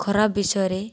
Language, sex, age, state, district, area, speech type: Odia, female, 18-30, Odisha, Boudh, rural, spontaneous